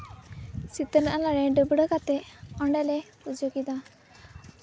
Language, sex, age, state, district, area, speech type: Santali, female, 18-30, West Bengal, Purba Bardhaman, rural, spontaneous